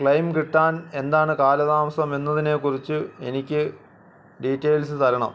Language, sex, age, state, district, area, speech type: Malayalam, male, 45-60, Kerala, Alappuzha, rural, spontaneous